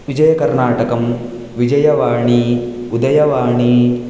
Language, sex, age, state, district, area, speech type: Sanskrit, male, 18-30, Karnataka, Raichur, urban, spontaneous